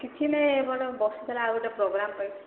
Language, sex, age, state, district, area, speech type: Odia, female, 30-45, Odisha, Sambalpur, rural, conversation